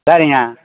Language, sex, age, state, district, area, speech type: Tamil, male, 60+, Tamil Nadu, Ariyalur, rural, conversation